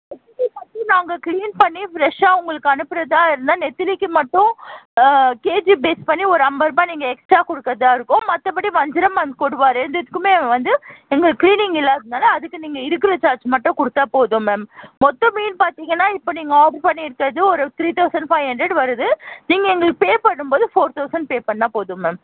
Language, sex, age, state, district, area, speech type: Tamil, female, 30-45, Tamil Nadu, Tiruvallur, urban, conversation